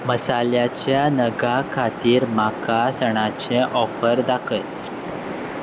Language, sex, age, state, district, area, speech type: Goan Konkani, male, 18-30, Goa, Salcete, rural, read